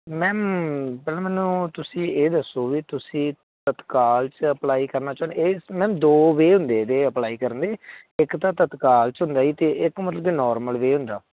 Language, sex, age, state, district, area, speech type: Punjabi, male, 18-30, Punjab, Muktsar, rural, conversation